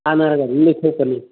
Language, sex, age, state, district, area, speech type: Manipuri, male, 45-60, Manipur, Kangpokpi, urban, conversation